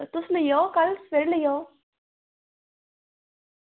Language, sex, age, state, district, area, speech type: Dogri, female, 18-30, Jammu and Kashmir, Reasi, urban, conversation